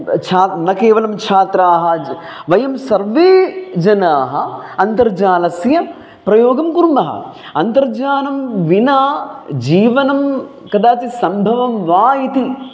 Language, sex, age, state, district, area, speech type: Sanskrit, male, 30-45, Kerala, Palakkad, urban, spontaneous